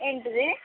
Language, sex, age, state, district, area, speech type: Telugu, female, 45-60, Andhra Pradesh, Srikakulam, rural, conversation